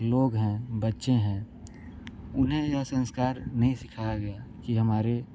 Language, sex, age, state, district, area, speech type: Hindi, male, 45-60, Uttar Pradesh, Sonbhadra, rural, spontaneous